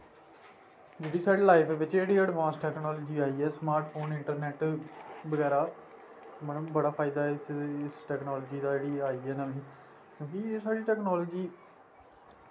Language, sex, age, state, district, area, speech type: Dogri, male, 18-30, Jammu and Kashmir, Samba, rural, spontaneous